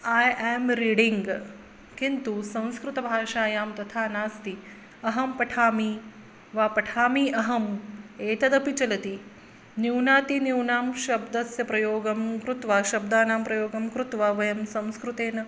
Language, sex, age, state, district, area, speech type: Sanskrit, female, 30-45, Maharashtra, Akola, urban, spontaneous